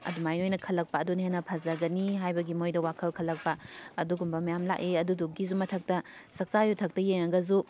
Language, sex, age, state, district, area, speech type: Manipuri, female, 18-30, Manipur, Thoubal, rural, spontaneous